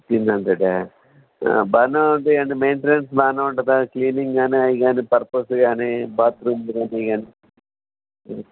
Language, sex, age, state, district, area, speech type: Telugu, male, 60+, Andhra Pradesh, N T Rama Rao, urban, conversation